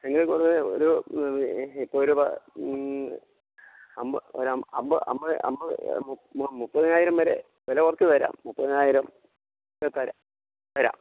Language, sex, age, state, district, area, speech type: Malayalam, male, 45-60, Kerala, Kottayam, rural, conversation